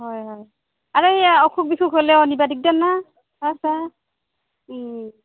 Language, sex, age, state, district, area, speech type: Assamese, female, 45-60, Assam, Goalpara, urban, conversation